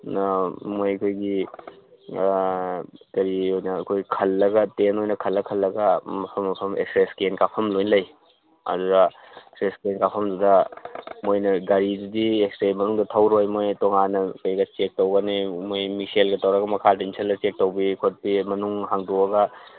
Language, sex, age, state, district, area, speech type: Manipuri, male, 30-45, Manipur, Tengnoupal, rural, conversation